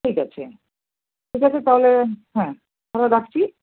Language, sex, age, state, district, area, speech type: Bengali, female, 60+, West Bengal, North 24 Parganas, rural, conversation